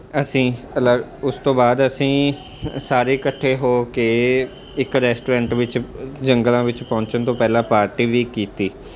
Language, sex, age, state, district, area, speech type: Punjabi, male, 18-30, Punjab, Mansa, urban, spontaneous